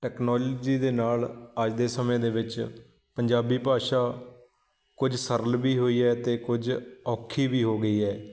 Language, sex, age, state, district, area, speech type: Punjabi, male, 30-45, Punjab, Shaheed Bhagat Singh Nagar, urban, spontaneous